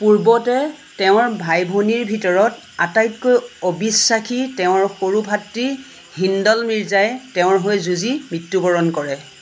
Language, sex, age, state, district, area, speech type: Assamese, female, 45-60, Assam, Nagaon, rural, read